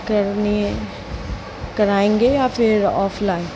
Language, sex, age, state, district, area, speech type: Hindi, female, 18-30, Madhya Pradesh, Jabalpur, urban, spontaneous